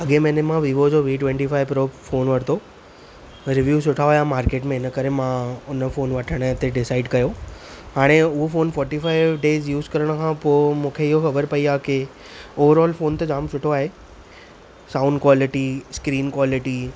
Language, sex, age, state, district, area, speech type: Sindhi, female, 45-60, Maharashtra, Thane, urban, spontaneous